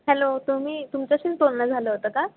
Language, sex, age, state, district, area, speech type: Marathi, female, 18-30, Maharashtra, Pune, rural, conversation